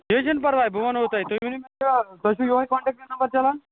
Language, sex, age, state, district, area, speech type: Kashmiri, male, 30-45, Jammu and Kashmir, Bandipora, rural, conversation